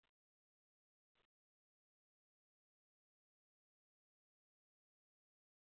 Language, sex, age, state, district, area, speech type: Manipuri, male, 18-30, Manipur, Kakching, rural, conversation